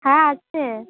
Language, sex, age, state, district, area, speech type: Bengali, female, 30-45, West Bengal, Uttar Dinajpur, urban, conversation